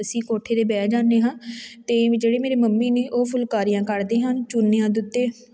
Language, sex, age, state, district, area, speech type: Punjabi, female, 18-30, Punjab, Fatehgarh Sahib, rural, spontaneous